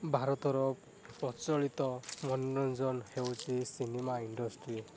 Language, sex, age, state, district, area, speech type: Odia, male, 18-30, Odisha, Rayagada, rural, spontaneous